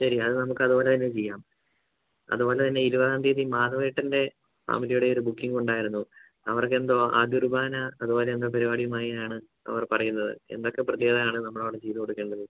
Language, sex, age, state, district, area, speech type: Malayalam, male, 18-30, Kerala, Idukki, urban, conversation